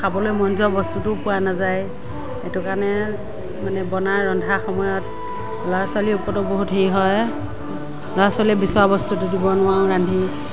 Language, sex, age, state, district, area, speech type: Assamese, female, 45-60, Assam, Morigaon, rural, spontaneous